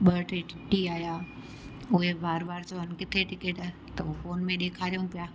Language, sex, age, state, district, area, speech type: Sindhi, female, 60+, Gujarat, Surat, urban, spontaneous